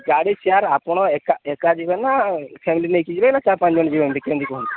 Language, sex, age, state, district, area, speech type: Odia, male, 30-45, Odisha, Sambalpur, rural, conversation